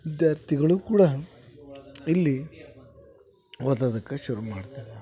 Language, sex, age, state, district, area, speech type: Kannada, male, 30-45, Karnataka, Koppal, rural, spontaneous